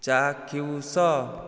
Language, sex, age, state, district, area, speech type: Odia, male, 30-45, Odisha, Dhenkanal, rural, read